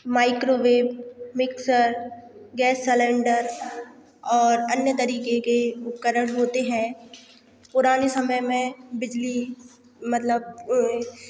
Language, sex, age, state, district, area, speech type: Hindi, female, 18-30, Madhya Pradesh, Hoshangabad, rural, spontaneous